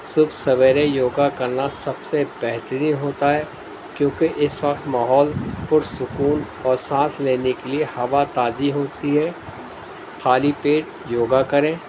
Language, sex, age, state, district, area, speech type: Urdu, male, 60+, Delhi, Central Delhi, urban, spontaneous